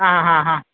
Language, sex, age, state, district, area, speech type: Malayalam, female, 45-60, Kerala, Kottayam, urban, conversation